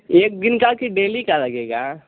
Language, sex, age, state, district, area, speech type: Hindi, male, 18-30, Uttar Pradesh, Ghazipur, urban, conversation